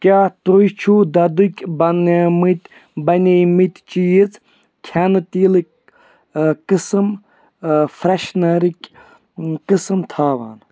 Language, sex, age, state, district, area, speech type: Kashmiri, male, 18-30, Jammu and Kashmir, Budgam, rural, read